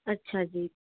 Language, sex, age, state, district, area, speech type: Punjabi, female, 18-30, Punjab, Patiala, urban, conversation